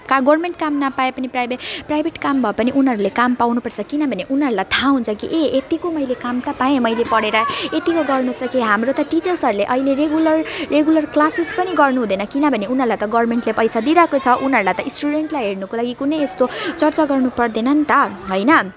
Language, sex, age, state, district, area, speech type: Nepali, female, 18-30, West Bengal, Alipurduar, urban, spontaneous